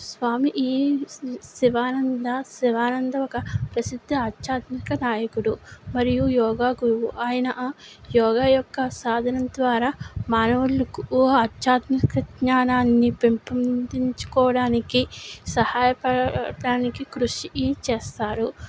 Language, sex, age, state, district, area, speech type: Telugu, female, 60+, Andhra Pradesh, Kakinada, rural, spontaneous